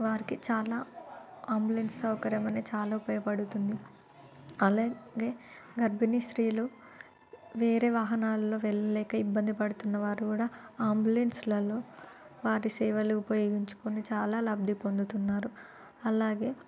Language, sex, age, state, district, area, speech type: Telugu, female, 30-45, Telangana, Warangal, urban, spontaneous